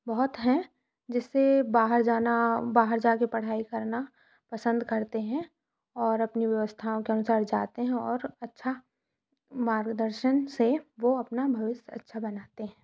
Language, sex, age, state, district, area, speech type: Hindi, female, 18-30, Madhya Pradesh, Katni, urban, spontaneous